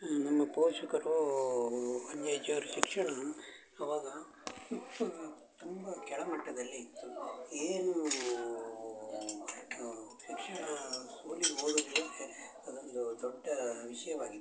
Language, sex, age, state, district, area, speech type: Kannada, male, 60+, Karnataka, Shimoga, rural, spontaneous